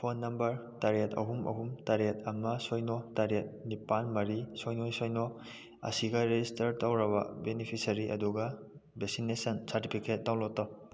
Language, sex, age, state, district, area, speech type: Manipuri, male, 18-30, Manipur, Kakching, rural, read